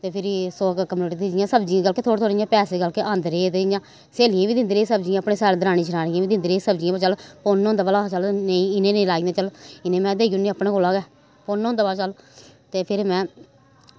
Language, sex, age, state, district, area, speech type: Dogri, female, 30-45, Jammu and Kashmir, Samba, rural, spontaneous